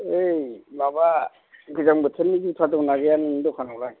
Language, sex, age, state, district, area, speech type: Bodo, male, 60+, Assam, Chirang, rural, conversation